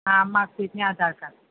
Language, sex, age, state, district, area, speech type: Gujarati, female, 30-45, Gujarat, Aravalli, urban, conversation